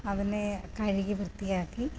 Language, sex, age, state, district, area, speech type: Malayalam, female, 30-45, Kerala, Pathanamthitta, rural, spontaneous